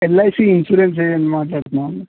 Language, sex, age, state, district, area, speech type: Telugu, male, 30-45, Telangana, Kamareddy, urban, conversation